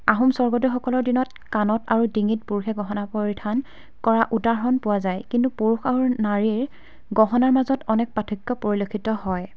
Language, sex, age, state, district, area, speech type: Assamese, female, 18-30, Assam, Dibrugarh, rural, spontaneous